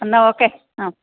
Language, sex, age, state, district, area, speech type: Malayalam, female, 45-60, Kerala, Kannur, rural, conversation